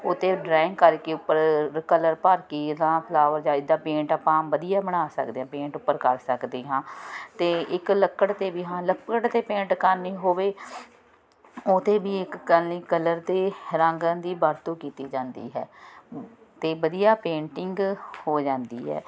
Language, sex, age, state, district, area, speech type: Punjabi, female, 30-45, Punjab, Ludhiana, urban, spontaneous